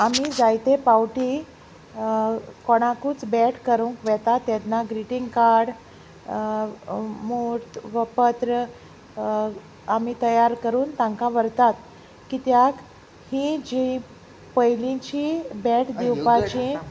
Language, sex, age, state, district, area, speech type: Goan Konkani, female, 30-45, Goa, Salcete, rural, spontaneous